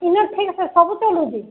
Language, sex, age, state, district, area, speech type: Odia, female, 45-60, Odisha, Sambalpur, rural, conversation